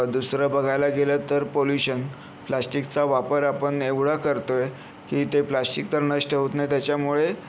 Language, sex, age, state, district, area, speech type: Marathi, male, 30-45, Maharashtra, Yavatmal, urban, spontaneous